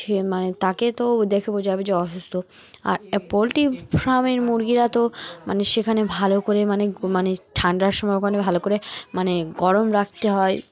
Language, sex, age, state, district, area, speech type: Bengali, female, 18-30, West Bengal, Cooch Behar, urban, spontaneous